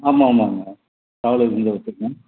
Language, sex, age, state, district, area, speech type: Tamil, male, 30-45, Tamil Nadu, Dharmapuri, rural, conversation